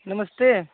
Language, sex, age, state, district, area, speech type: Hindi, male, 30-45, Uttar Pradesh, Jaunpur, urban, conversation